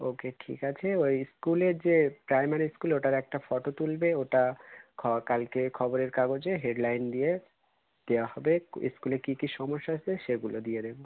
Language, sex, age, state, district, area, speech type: Bengali, male, 18-30, West Bengal, South 24 Parganas, rural, conversation